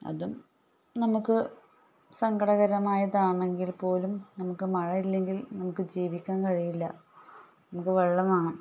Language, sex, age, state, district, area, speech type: Malayalam, female, 30-45, Kerala, Malappuram, rural, spontaneous